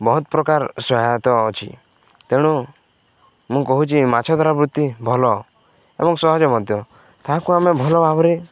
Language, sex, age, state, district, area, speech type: Odia, male, 18-30, Odisha, Balangir, urban, spontaneous